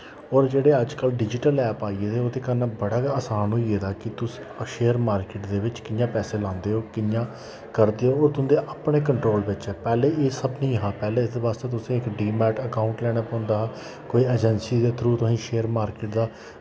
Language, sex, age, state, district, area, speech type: Dogri, male, 30-45, Jammu and Kashmir, Jammu, rural, spontaneous